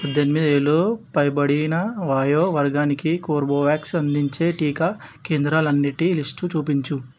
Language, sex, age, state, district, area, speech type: Telugu, male, 18-30, Telangana, Hyderabad, urban, read